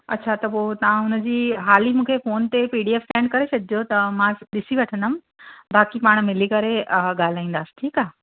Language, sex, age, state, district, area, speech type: Sindhi, female, 45-60, Gujarat, Surat, urban, conversation